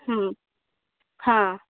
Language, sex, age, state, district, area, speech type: Odia, female, 30-45, Odisha, Nayagarh, rural, conversation